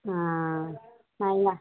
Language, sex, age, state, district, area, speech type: Tamil, female, 18-30, Tamil Nadu, Kallakurichi, rural, conversation